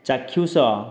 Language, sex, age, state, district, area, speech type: Odia, male, 30-45, Odisha, Dhenkanal, rural, read